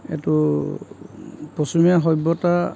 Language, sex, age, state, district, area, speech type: Assamese, male, 45-60, Assam, Sivasagar, rural, spontaneous